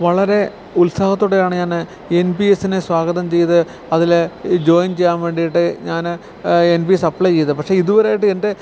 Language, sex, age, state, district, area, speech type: Malayalam, male, 45-60, Kerala, Alappuzha, rural, spontaneous